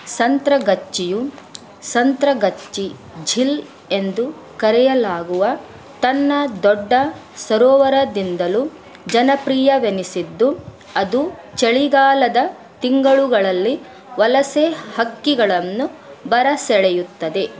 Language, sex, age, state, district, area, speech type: Kannada, female, 45-60, Karnataka, Bidar, urban, read